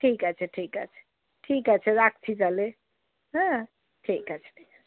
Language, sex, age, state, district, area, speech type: Bengali, female, 45-60, West Bengal, Darjeeling, rural, conversation